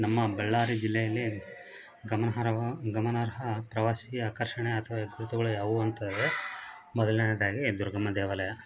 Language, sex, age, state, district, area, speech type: Kannada, male, 30-45, Karnataka, Bellary, rural, spontaneous